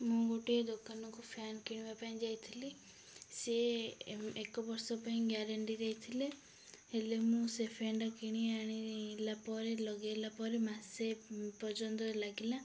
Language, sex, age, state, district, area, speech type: Odia, female, 18-30, Odisha, Ganjam, urban, spontaneous